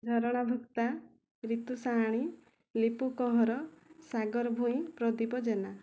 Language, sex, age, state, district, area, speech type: Odia, female, 18-30, Odisha, Kandhamal, rural, spontaneous